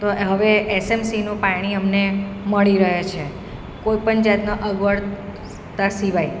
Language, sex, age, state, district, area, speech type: Gujarati, female, 45-60, Gujarat, Surat, urban, spontaneous